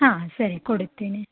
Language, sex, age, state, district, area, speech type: Kannada, female, 30-45, Karnataka, Davanagere, urban, conversation